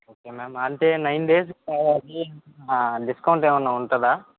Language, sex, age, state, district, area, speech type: Telugu, male, 18-30, Andhra Pradesh, Nellore, rural, conversation